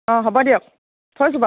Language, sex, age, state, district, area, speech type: Assamese, female, 18-30, Assam, Nagaon, rural, conversation